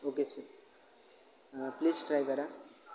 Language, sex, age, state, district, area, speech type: Marathi, male, 18-30, Maharashtra, Sangli, rural, spontaneous